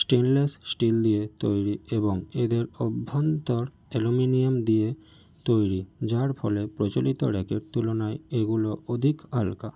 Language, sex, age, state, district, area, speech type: Bengali, male, 18-30, West Bengal, North 24 Parganas, urban, spontaneous